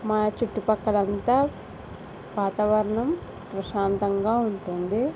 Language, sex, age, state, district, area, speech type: Telugu, female, 30-45, Andhra Pradesh, East Godavari, rural, spontaneous